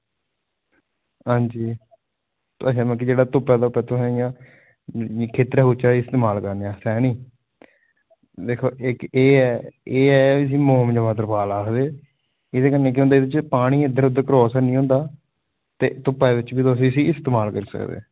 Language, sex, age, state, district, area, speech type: Dogri, male, 18-30, Jammu and Kashmir, Samba, rural, conversation